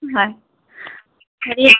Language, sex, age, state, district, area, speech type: Assamese, female, 45-60, Assam, Dibrugarh, rural, conversation